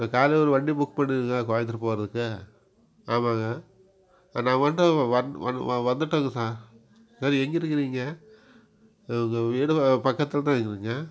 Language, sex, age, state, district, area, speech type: Tamil, male, 45-60, Tamil Nadu, Coimbatore, rural, spontaneous